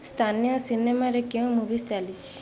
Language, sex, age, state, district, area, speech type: Odia, female, 18-30, Odisha, Ganjam, urban, read